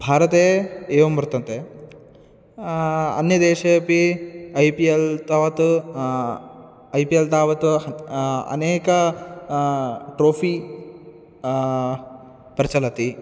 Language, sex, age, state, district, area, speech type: Sanskrit, male, 18-30, Karnataka, Dharwad, urban, spontaneous